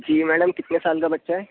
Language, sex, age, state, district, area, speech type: Hindi, male, 45-60, Madhya Pradesh, Bhopal, urban, conversation